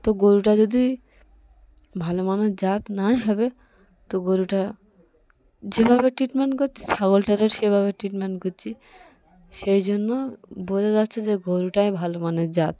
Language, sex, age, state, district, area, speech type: Bengali, female, 18-30, West Bengal, Cooch Behar, urban, spontaneous